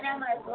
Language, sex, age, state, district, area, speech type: Marathi, female, 18-30, Maharashtra, Wardha, urban, conversation